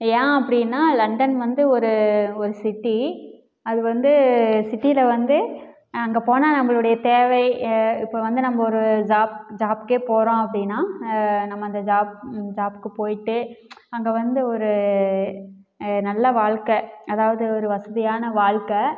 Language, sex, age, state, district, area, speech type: Tamil, female, 30-45, Tamil Nadu, Namakkal, rural, spontaneous